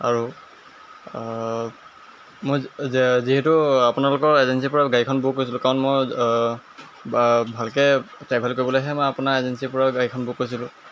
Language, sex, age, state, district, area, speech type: Assamese, male, 18-30, Assam, Jorhat, urban, spontaneous